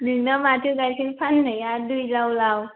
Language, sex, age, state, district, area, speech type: Bodo, female, 18-30, Assam, Kokrajhar, rural, conversation